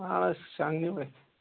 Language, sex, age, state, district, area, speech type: Kashmiri, male, 30-45, Jammu and Kashmir, Shopian, rural, conversation